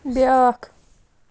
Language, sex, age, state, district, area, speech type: Kashmiri, female, 18-30, Jammu and Kashmir, Kupwara, rural, read